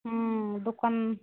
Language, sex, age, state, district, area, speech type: Odia, female, 45-60, Odisha, Angul, rural, conversation